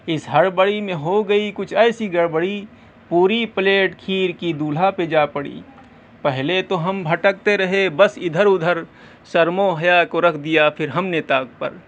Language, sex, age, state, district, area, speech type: Urdu, male, 30-45, Uttar Pradesh, Balrampur, rural, spontaneous